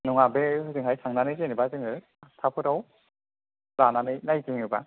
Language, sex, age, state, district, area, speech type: Bodo, male, 30-45, Assam, Kokrajhar, rural, conversation